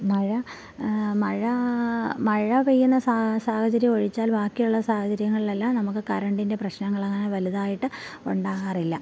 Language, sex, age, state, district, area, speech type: Malayalam, female, 30-45, Kerala, Thiruvananthapuram, rural, spontaneous